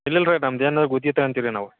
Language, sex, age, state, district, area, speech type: Kannada, male, 18-30, Karnataka, Dharwad, urban, conversation